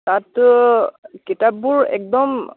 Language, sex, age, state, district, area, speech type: Assamese, male, 18-30, Assam, Dhemaji, rural, conversation